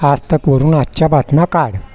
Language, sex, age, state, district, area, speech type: Marathi, male, 60+, Maharashtra, Wardha, rural, read